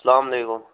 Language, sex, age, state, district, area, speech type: Kashmiri, male, 18-30, Jammu and Kashmir, Kupwara, rural, conversation